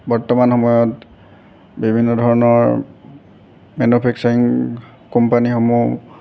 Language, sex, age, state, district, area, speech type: Assamese, male, 18-30, Assam, Golaghat, urban, spontaneous